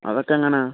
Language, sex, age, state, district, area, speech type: Malayalam, male, 18-30, Kerala, Kollam, rural, conversation